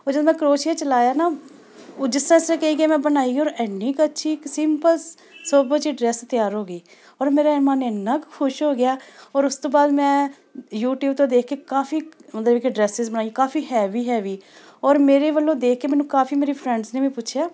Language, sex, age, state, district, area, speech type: Punjabi, female, 45-60, Punjab, Amritsar, urban, spontaneous